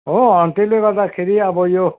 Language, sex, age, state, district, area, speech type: Nepali, male, 60+, West Bengal, Kalimpong, rural, conversation